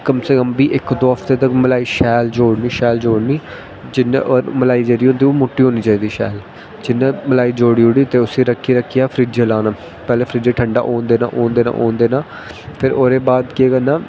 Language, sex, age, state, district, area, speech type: Dogri, male, 18-30, Jammu and Kashmir, Jammu, rural, spontaneous